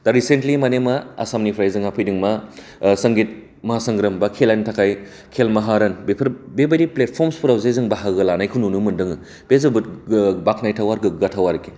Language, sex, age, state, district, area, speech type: Bodo, male, 30-45, Assam, Baksa, urban, spontaneous